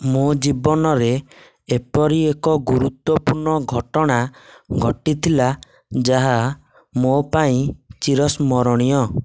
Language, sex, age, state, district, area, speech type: Odia, male, 18-30, Odisha, Nayagarh, rural, spontaneous